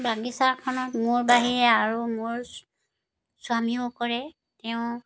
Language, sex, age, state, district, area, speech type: Assamese, female, 60+, Assam, Dibrugarh, rural, spontaneous